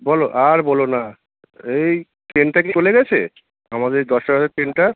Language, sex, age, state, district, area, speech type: Bengali, male, 30-45, West Bengal, Kolkata, urban, conversation